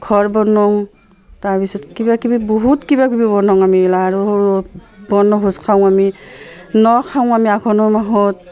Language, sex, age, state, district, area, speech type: Assamese, female, 45-60, Assam, Barpeta, rural, spontaneous